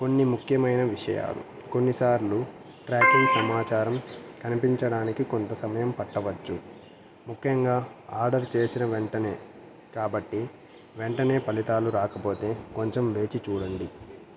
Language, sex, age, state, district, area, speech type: Telugu, male, 18-30, Andhra Pradesh, Annamaya, rural, spontaneous